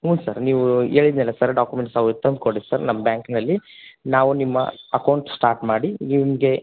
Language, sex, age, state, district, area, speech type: Kannada, male, 18-30, Karnataka, Koppal, rural, conversation